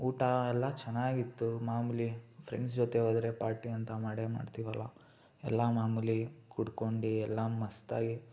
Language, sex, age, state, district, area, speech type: Kannada, male, 18-30, Karnataka, Mysore, urban, spontaneous